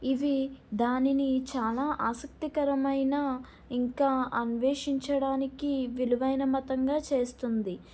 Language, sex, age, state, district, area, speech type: Telugu, female, 30-45, Andhra Pradesh, Kakinada, rural, spontaneous